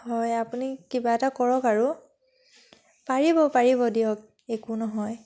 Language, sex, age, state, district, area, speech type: Assamese, female, 18-30, Assam, Biswanath, rural, spontaneous